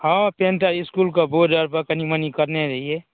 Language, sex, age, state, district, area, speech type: Maithili, male, 30-45, Bihar, Darbhanga, rural, conversation